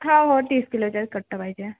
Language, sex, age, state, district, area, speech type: Marathi, female, 18-30, Maharashtra, Nagpur, urban, conversation